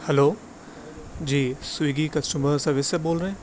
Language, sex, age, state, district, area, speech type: Urdu, male, 18-30, Uttar Pradesh, Aligarh, urban, spontaneous